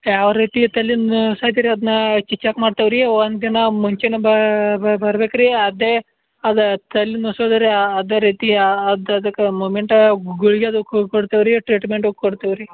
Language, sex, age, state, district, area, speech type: Kannada, male, 45-60, Karnataka, Belgaum, rural, conversation